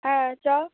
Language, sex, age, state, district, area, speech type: Bengali, female, 18-30, West Bengal, Uttar Dinajpur, urban, conversation